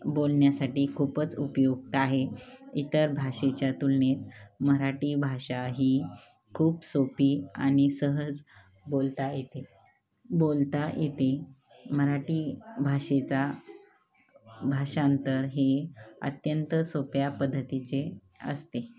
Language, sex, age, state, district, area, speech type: Marathi, female, 30-45, Maharashtra, Hingoli, urban, spontaneous